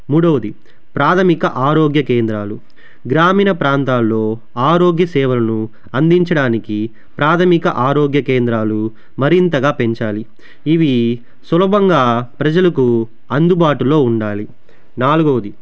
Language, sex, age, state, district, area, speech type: Telugu, male, 18-30, Andhra Pradesh, Sri Balaji, rural, spontaneous